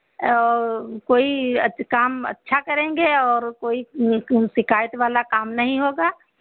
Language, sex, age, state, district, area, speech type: Hindi, female, 60+, Uttar Pradesh, Sitapur, rural, conversation